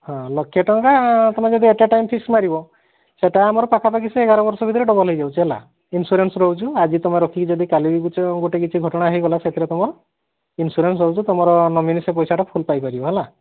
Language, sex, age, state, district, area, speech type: Odia, male, 30-45, Odisha, Mayurbhanj, rural, conversation